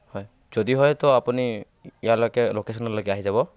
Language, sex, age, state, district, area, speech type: Assamese, male, 18-30, Assam, Kamrup Metropolitan, rural, spontaneous